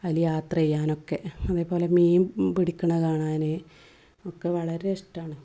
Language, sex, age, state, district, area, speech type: Malayalam, female, 30-45, Kerala, Malappuram, rural, spontaneous